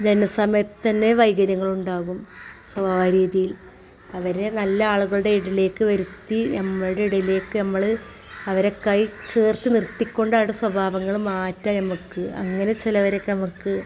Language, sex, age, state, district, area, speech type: Malayalam, female, 45-60, Kerala, Malappuram, rural, spontaneous